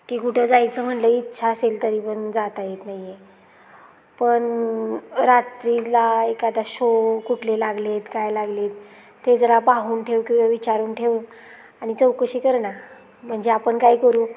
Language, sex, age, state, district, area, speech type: Marathi, female, 30-45, Maharashtra, Satara, rural, spontaneous